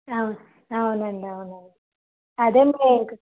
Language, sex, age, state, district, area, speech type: Telugu, female, 30-45, Andhra Pradesh, Vizianagaram, rural, conversation